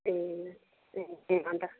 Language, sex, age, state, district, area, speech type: Nepali, female, 60+, West Bengal, Jalpaiguri, rural, conversation